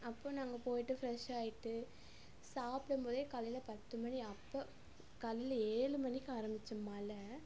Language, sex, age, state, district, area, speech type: Tamil, female, 18-30, Tamil Nadu, Coimbatore, rural, spontaneous